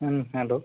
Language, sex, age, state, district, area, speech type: Bengali, male, 18-30, West Bengal, Kolkata, urban, conversation